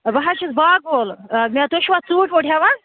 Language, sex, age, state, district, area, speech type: Kashmiri, female, 30-45, Jammu and Kashmir, Budgam, rural, conversation